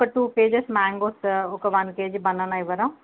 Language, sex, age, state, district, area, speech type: Telugu, female, 18-30, Telangana, Hanamkonda, urban, conversation